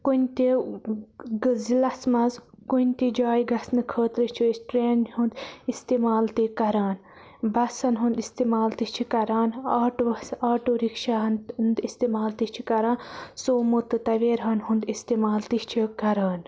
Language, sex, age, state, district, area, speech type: Kashmiri, female, 18-30, Jammu and Kashmir, Baramulla, rural, spontaneous